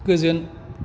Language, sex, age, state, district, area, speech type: Bodo, male, 45-60, Assam, Kokrajhar, urban, read